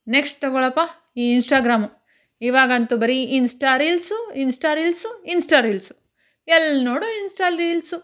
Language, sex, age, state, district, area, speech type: Kannada, female, 30-45, Karnataka, Mandya, rural, spontaneous